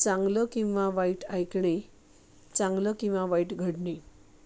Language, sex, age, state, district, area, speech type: Marathi, female, 45-60, Maharashtra, Sangli, urban, spontaneous